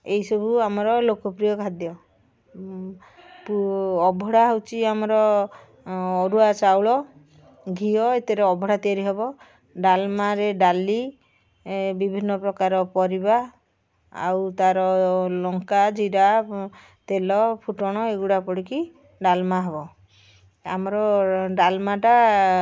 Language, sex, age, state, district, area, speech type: Odia, female, 45-60, Odisha, Puri, urban, spontaneous